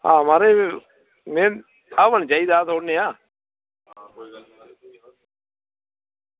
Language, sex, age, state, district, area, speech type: Dogri, male, 30-45, Jammu and Kashmir, Samba, rural, conversation